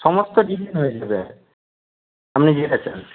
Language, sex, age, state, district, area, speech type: Bengali, male, 30-45, West Bengal, Jhargram, rural, conversation